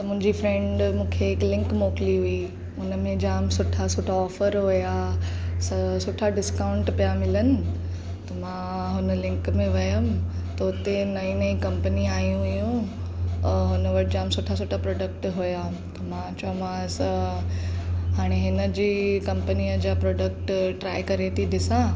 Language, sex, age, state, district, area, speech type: Sindhi, female, 18-30, Maharashtra, Mumbai Suburban, urban, spontaneous